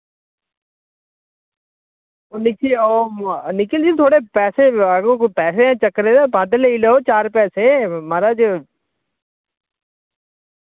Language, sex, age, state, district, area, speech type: Dogri, male, 18-30, Jammu and Kashmir, Samba, urban, conversation